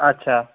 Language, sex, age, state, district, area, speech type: Bengali, male, 18-30, West Bengal, Darjeeling, rural, conversation